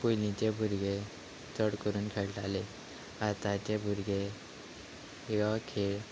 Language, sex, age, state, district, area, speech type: Goan Konkani, male, 30-45, Goa, Quepem, rural, spontaneous